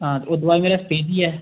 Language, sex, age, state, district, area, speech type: Dogri, male, 30-45, Jammu and Kashmir, Udhampur, rural, conversation